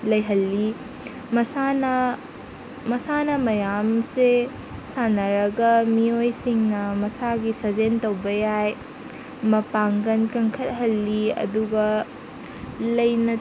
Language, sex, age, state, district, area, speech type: Manipuri, female, 18-30, Manipur, Senapati, rural, spontaneous